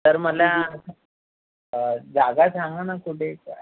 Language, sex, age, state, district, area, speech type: Marathi, male, 18-30, Maharashtra, Nagpur, urban, conversation